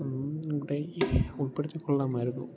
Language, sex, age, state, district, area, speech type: Malayalam, male, 18-30, Kerala, Idukki, rural, spontaneous